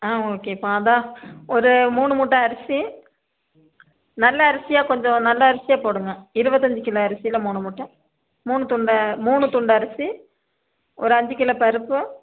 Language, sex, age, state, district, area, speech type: Tamil, female, 30-45, Tamil Nadu, Nilgiris, rural, conversation